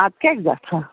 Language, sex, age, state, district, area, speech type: Kashmiri, female, 30-45, Jammu and Kashmir, Bandipora, rural, conversation